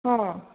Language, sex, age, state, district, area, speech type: Odia, female, 45-60, Odisha, Angul, rural, conversation